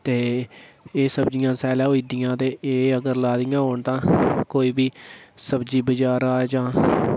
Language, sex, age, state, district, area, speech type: Dogri, male, 30-45, Jammu and Kashmir, Udhampur, rural, spontaneous